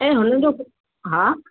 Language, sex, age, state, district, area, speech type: Sindhi, female, 30-45, Gujarat, Surat, urban, conversation